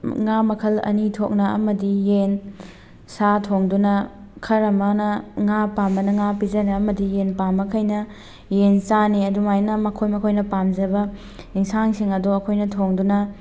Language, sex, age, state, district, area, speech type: Manipuri, female, 18-30, Manipur, Thoubal, urban, spontaneous